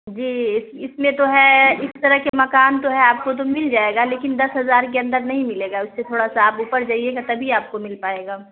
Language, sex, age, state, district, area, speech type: Urdu, female, 30-45, Bihar, Araria, rural, conversation